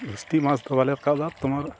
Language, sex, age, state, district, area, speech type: Santali, male, 18-30, West Bengal, Malda, rural, spontaneous